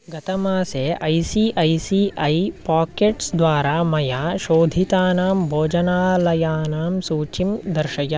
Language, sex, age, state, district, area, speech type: Sanskrit, male, 18-30, Karnataka, Chikkamagaluru, rural, read